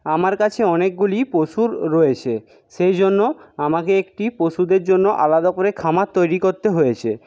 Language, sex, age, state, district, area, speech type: Bengali, male, 60+, West Bengal, Jhargram, rural, spontaneous